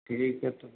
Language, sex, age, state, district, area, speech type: Hindi, male, 45-60, Rajasthan, Jodhpur, urban, conversation